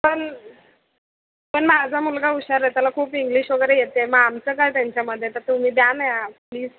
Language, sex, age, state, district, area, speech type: Marathi, female, 18-30, Maharashtra, Mumbai Suburban, urban, conversation